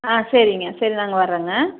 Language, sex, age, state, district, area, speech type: Tamil, female, 45-60, Tamil Nadu, Coimbatore, rural, conversation